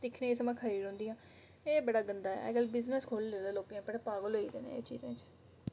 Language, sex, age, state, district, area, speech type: Dogri, female, 30-45, Jammu and Kashmir, Samba, rural, spontaneous